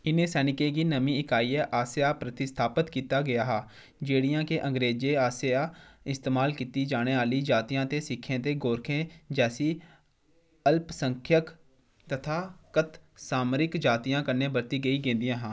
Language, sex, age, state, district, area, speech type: Dogri, male, 30-45, Jammu and Kashmir, Udhampur, rural, read